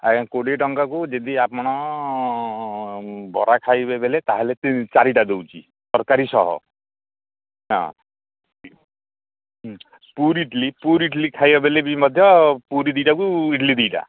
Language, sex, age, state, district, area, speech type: Odia, male, 45-60, Odisha, Koraput, rural, conversation